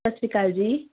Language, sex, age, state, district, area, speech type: Punjabi, female, 30-45, Punjab, Amritsar, urban, conversation